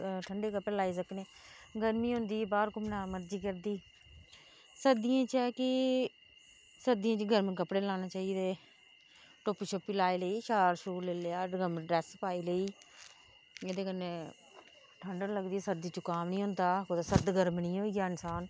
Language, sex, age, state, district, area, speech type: Dogri, female, 30-45, Jammu and Kashmir, Reasi, rural, spontaneous